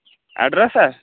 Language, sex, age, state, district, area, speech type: Kashmiri, male, 18-30, Jammu and Kashmir, Kulgam, rural, conversation